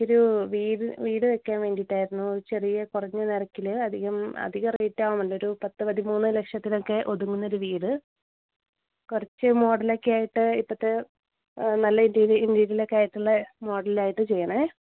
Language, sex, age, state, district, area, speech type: Malayalam, female, 30-45, Kerala, Wayanad, rural, conversation